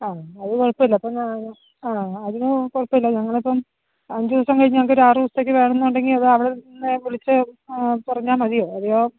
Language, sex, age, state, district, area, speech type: Malayalam, female, 30-45, Kerala, Idukki, rural, conversation